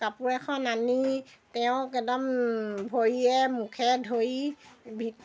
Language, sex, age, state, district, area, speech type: Assamese, female, 60+, Assam, Golaghat, urban, spontaneous